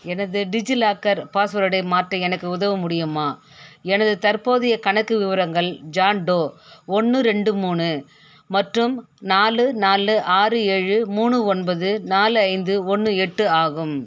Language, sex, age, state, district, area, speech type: Tamil, female, 60+, Tamil Nadu, Viluppuram, rural, read